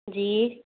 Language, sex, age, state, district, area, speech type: Hindi, female, 30-45, Rajasthan, Jodhpur, urban, conversation